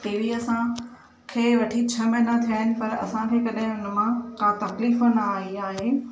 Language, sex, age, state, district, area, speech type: Sindhi, female, 30-45, Maharashtra, Thane, urban, spontaneous